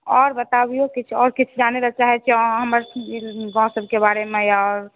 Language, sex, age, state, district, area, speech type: Maithili, female, 18-30, Bihar, Supaul, rural, conversation